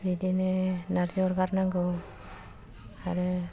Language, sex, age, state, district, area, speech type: Bodo, female, 45-60, Assam, Kokrajhar, rural, spontaneous